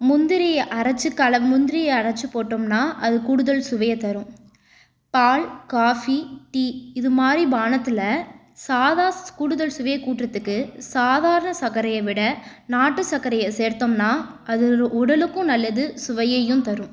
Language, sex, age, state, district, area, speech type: Tamil, female, 18-30, Tamil Nadu, Tiruchirappalli, urban, spontaneous